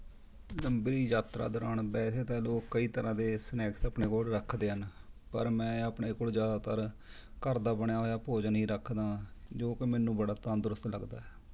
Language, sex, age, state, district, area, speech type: Punjabi, male, 30-45, Punjab, Rupnagar, rural, spontaneous